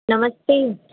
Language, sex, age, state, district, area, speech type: Hindi, female, 30-45, Uttar Pradesh, Azamgarh, urban, conversation